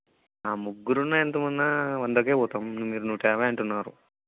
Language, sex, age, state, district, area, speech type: Telugu, male, 18-30, Andhra Pradesh, Kadapa, rural, conversation